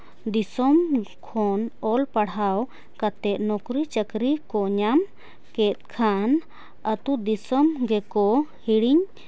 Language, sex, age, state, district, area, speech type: Santali, female, 18-30, Jharkhand, Seraikela Kharsawan, rural, spontaneous